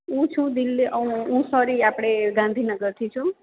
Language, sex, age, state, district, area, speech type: Gujarati, female, 30-45, Gujarat, Surat, urban, conversation